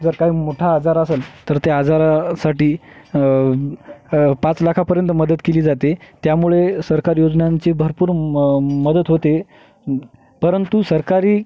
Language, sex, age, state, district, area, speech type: Marathi, male, 18-30, Maharashtra, Hingoli, urban, spontaneous